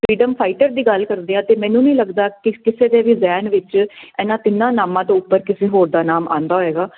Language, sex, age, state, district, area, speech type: Punjabi, female, 30-45, Punjab, Jalandhar, urban, conversation